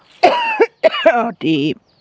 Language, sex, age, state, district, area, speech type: Assamese, female, 60+, Assam, Dibrugarh, rural, spontaneous